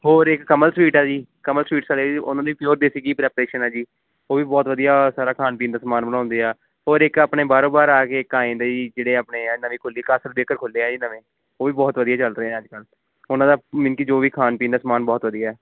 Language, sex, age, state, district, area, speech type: Punjabi, male, 18-30, Punjab, Gurdaspur, urban, conversation